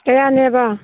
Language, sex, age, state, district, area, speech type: Manipuri, female, 45-60, Manipur, Kangpokpi, urban, conversation